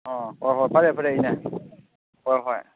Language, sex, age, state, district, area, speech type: Manipuri, female, 45-60, Manipur, Kakching, rural, conversation